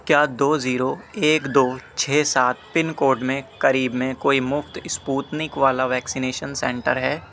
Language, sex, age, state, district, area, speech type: Urdu, male, 18-30, Delhi, North West Delhi, urban, read